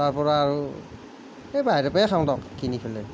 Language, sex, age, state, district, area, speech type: Assamese, male, 45-60, Assam, Nalbari, rural, spontaneous